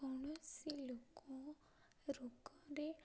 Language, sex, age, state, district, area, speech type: Odia, female, 18-30, Odisha, Ganjam, urban, spontaneous